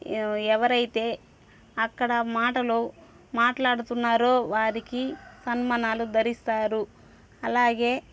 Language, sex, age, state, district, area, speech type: Telugu, female, 30-45, Andhra Pradesh, Sri Balaji, rural, spontaneous